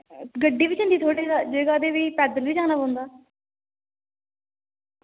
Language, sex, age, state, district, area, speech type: Dogri, female, 18-30, Jammu and Kashmir, Reasi, rural, conversation